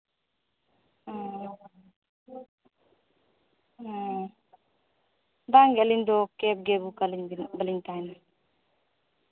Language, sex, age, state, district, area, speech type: Santali, female, 18-30, Jharkhand, Seraikela Kharsawan, rural, conversation